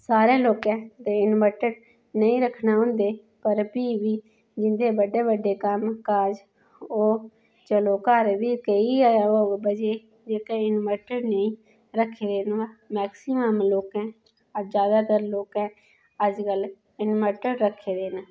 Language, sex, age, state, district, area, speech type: Dogri, female, 30-45, Jammu and Kashmir, Udhampur, rural, spontaneous